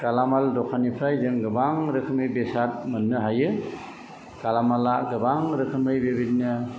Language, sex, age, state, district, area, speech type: Bodo, male, 45-60, Assam, Chirang, rural, spontaneous